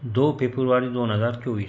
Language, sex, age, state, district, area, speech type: Marathi, male, 45-60, Maharashtra, Buldhana, rural, spontaneous